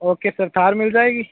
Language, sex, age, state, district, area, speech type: Hindi, male, 18-30, Rajasthan, Nagaur, rural, conversation